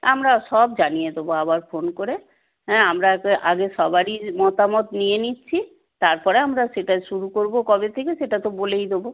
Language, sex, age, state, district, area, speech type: Bengali, female, 60+, West Bengal, South 24 Parganas, rural, conversation